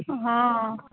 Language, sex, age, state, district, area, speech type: Maithili, female, 45-60, Bihar, Supaul, rural, conversation